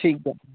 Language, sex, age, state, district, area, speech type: Santali, male, 18-30, West Bengal, Jhargram, rural, conversation